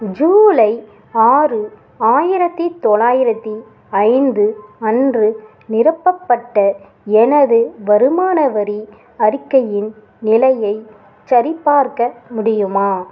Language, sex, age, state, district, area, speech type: Tamil, female, 18-30, Tamil Nadu, Ariyalur, rural, read